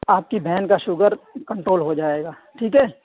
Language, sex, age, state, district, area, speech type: Urdu, female, 30-45, Delhi, South Delhi, rural, conversation